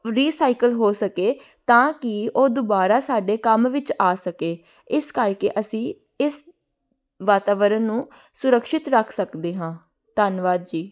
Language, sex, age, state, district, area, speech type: Punjabi, female, 18-30, Punjab, Amritsar, urban, spontaneous